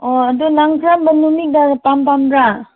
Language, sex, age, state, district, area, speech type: Manipuri, female, 18-30, Manipur, Senapati, urban, conversation